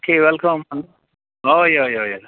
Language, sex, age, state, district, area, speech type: Goan Konkani, male, 45-60, Goa, Canacona, rural, conversation